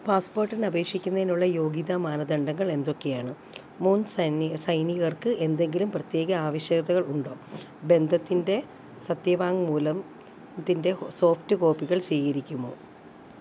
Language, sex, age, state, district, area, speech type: Malayalam, female, 30-45, Kerala, Alappuzha, rural, read